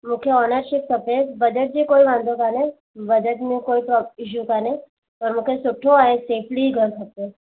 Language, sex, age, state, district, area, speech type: Sindhi, female, 18-30, Gujarat, Surat, urban, conversation